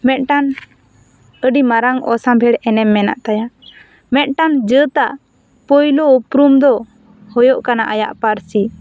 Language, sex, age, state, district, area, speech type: Santali, female, 18-30, West Bengal, Bankura, rural, spontaneous